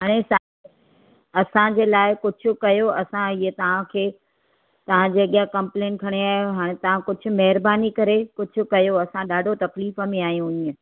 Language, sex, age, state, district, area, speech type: Sindhi, female, 45-60, Gujarat, Surat, urban, conversation